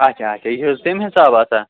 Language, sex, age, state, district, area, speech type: Kashmiri, male, 18-30, Jammu and Kashmir, Kupwara, rural, conversation